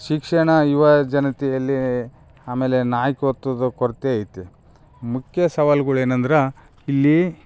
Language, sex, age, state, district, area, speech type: Kannada, male, 45-60, Karnataka, Bellary, rural, spontaneous